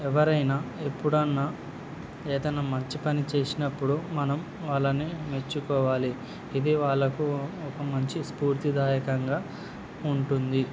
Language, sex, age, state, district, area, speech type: Telugu, male, 18-30, Andhra Pradesh, Nandyal, urban, spontaneous